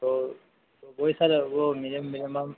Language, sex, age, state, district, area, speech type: Hindi, male, 30-45, Madhya Pradesh, Harda, urban, conversation